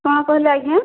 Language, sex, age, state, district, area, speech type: Odia, female, 18-30, Odisha, Boudh, rural, conversation